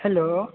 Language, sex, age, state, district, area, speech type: Maithili, male, 18-30, Bihar, Purnia, rural, conversation